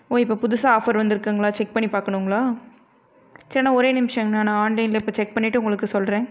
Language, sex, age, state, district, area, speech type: Tamil, female, 18-30, Tamil Nadu, Erode, rural, spontaneous